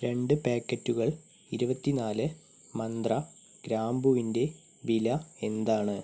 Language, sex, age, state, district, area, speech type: Malayalam, male, 30-45, Kerala, Palakkad, rural, read